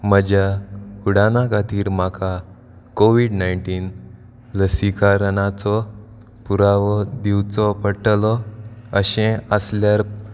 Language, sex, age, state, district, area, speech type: Goan Konkani, male, 18-30, Goa, Salcete, rural, read